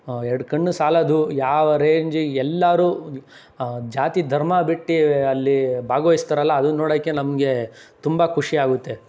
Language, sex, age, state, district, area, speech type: Kannada, male, 30-45, Karnataka, Tumkur, rural, spontaneous